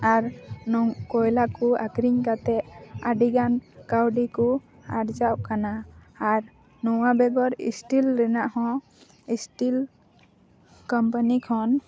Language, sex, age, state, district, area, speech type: Santali, female, 18-30, West Bengal, Paschim Bardhaman, rural, spontaneous